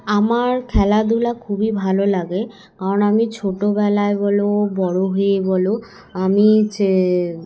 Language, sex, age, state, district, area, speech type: Bengali, female, 18-30, West Bengal, Hooghly, urban, spontaneous